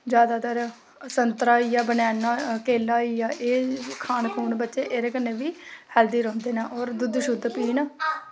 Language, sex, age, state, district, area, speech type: Dogri, female, 30-45, Jammu and Kashmir, Samba, rural, spontaneous